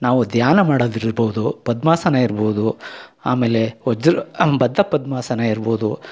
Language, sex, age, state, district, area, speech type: Kannada, male, 45-60, Karnataka, Chikkamagaluru, rural, spontaneous